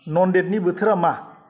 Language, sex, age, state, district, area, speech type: Bodo, male, 30-45, Assam, Kokrajhar, rural, read